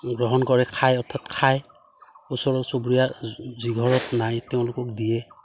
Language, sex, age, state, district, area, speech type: Assamese, male, 45-60, Assam, Udalguri, rural, spontaneous